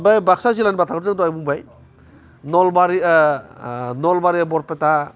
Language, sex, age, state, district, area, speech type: Bodo, male, 45-60, Assam, Baksa, urban, spontaneous